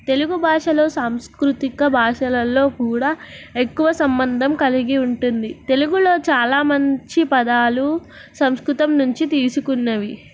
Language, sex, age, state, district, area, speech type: Telugu, female, 18-30, Telangana, Nizamabad, urban, spontaneous